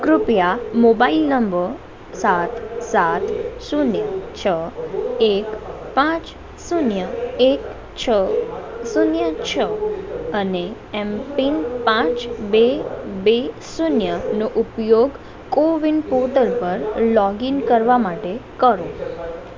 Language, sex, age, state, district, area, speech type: Gujarati, female, 30-45, Gujarat, Morbi, rural, read